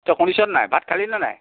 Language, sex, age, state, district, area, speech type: Assamese, male, 60+, Assam, Nagaon, rural, conversation